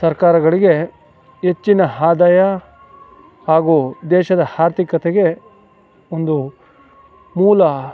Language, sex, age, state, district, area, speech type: Kannada, male, 45-60, Karnataka, Chikkamagaluru, rural, spontaneous